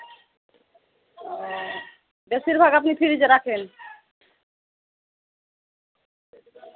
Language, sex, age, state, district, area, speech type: Bengali, female, 18-30, West Bengal, Murshidabad, rural, conversation